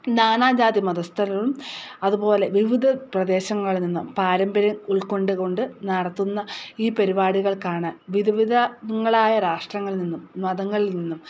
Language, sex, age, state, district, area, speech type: Malayalam, female, 30-45, Kerala, Wayanad, rural, spontaneous